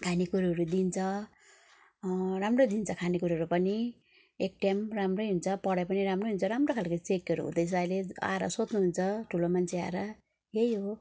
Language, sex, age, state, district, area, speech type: Nepali, female, 45-60, West Bengal, Darjeeling, rural, spontaneous